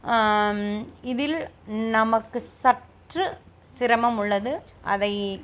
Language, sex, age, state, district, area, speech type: Tamil, female, 30-45, Tamil Nadu, Krishnagiri, rural, spontaneous